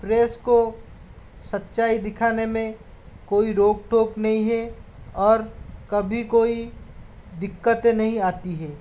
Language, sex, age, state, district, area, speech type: Hindi, male, 30-45, Rajasthan, Jaipur, urban, spontaneous